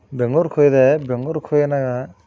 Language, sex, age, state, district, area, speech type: Kannada, male, 30-45, Karnataka, Bidar, urban, spontaneous